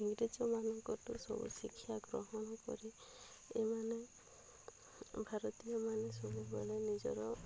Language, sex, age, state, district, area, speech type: Odia, female, 30-45, Odisha, Rayagada, rural, spontaneous